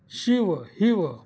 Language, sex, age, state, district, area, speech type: Marathi, male, 45-60, Maharashtra, Nashik, urban, spontaneous